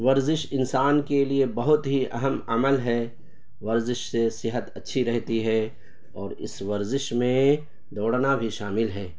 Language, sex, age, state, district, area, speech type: Urdu, male, 30-45, Bihar, Purnia, rural, spontaneous